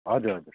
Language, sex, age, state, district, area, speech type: Nepali, male, 30-45, West Bengal, Alipurduar, urban, conversation